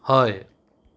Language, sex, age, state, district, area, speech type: Goan Konkani, male, 18-30, Goa, Ponda, rural, read